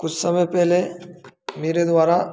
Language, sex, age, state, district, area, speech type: Hindi, male, 30-45, Madhya Pradesh, Hoshangabad, rural, spontaneous